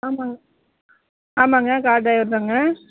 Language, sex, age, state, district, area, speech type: Tamil, female, 30-45, Tamil Nadu, Namakkal, rural, conversation